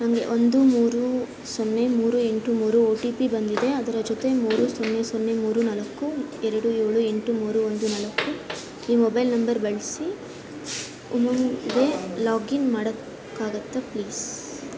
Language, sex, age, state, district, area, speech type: Kannada, female, 18-30, Karnataka, Kolar, rural, read